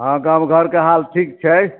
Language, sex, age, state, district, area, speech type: Maithili, male, 60+, Bihar, Samastipur, rural, conversation